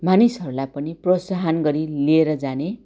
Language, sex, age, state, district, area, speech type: Nepali, female, 45-60, West Bengal, Darjeeling, rural, spontaneous